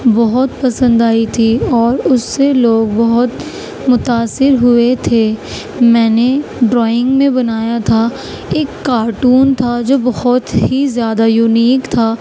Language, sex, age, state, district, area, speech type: Urdu, female, 18-30, Uttar Pradesh, Gautam Buddha Nagar, rural, spontaneous